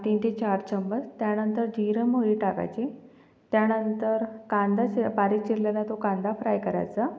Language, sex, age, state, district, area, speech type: Marathi, female, 45-60, Maharashtra, Yavatmal, urban, spontaneous